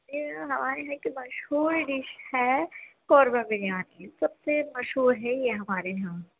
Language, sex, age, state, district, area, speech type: Urdu, female, 18-30, Uttar Pradesh, Gautam Buddha Nagar, urban, conversation